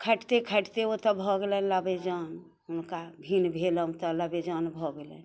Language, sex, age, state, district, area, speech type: Maithili, female, 60+, Bihar, Muzaffarpur, urban, spontaneous